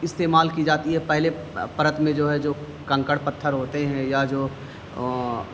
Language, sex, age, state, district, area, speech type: Urdu, male, 30-45, Delhi, North East Delhi, urban, spontaneous